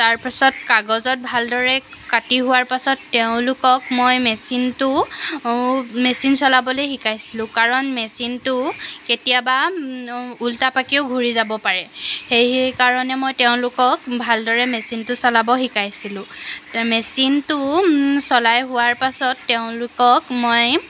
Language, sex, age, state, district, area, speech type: Assamese, female, 30-45, Assam, Jorhat, urban, spontaneous